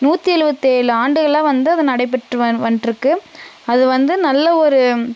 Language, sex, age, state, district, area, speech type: Tamil, female, 30-45, Tamil Nadu, Nilgiris, urban, spontaneous